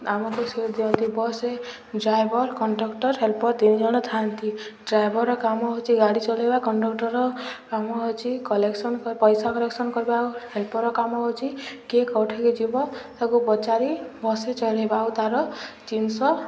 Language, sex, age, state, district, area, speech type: Odia, female, 18-30, Odisha, Subarnapur, urban, spontaneous